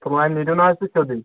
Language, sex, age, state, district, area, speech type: Kashmiri, male, 18-30, Jammu and Kashmir, Pulwama, urban, conversation